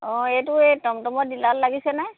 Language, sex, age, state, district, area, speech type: Assamese, female, 45-60, Assam, Lakhimpur, rural, conversation